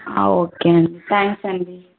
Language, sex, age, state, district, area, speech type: Telugu, female, 18-30, Telangana, Bhadradri Kothagudem, rural, conversation